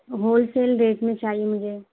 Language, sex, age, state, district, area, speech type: Urdu, female, 18-30, Uttar Pradesh, Gautam Buddha Nagar, urban, conversation